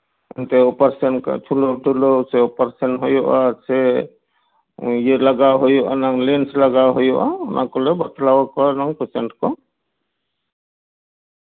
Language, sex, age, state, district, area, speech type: Santali, male, 60+, West Bengal, Paschim Bardhaman, urban, conversation